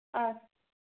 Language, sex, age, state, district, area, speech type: Tamil, female, 18-30, Tamil Nadu, Erode, urban, conversation